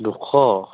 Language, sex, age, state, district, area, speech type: Assamese, male, 30-45, Assam, Biswanath, rural, conversation